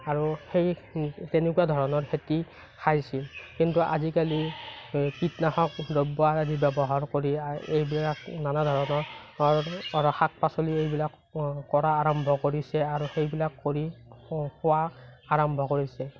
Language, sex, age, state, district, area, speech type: Assamese, male, 30-45, Assam, Morigaon, rural, spontaneous